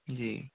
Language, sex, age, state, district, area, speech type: Hindi, male, 45-60, Rajasthan, Jodhpur, rural, conversation